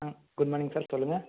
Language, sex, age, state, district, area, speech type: Tamil, male, 18-30, Tamil Nadu, Erode, rural, conversation